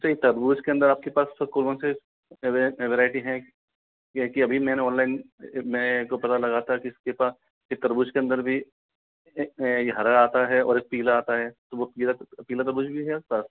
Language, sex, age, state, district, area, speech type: Hindi, male, 30-45, Rajasthan, Jaipur, urban, conversation